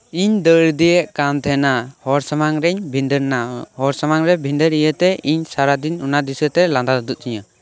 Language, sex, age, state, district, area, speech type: Santali, male, 18-30, West Bengal, Birbhum, rural, spontaneous